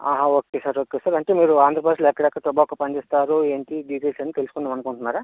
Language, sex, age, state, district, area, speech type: Telugu, male, 60+, Andhra Pradesh, Vizianagaram, rural, conversation